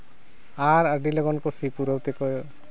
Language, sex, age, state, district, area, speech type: Santali, male, 60+, Jharkhand, East Singhbhum, rural, spontaneous